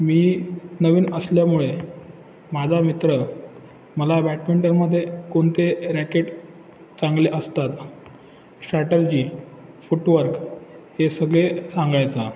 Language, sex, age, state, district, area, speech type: Marathi, male, 18-30, Maharashtra, Ratnagiri, urban, spontaneous